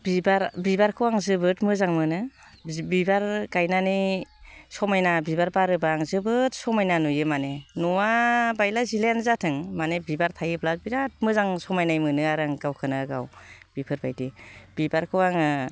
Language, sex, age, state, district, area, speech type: Bodo, female, 30-45, Assam, Baksa, rural, spontaneous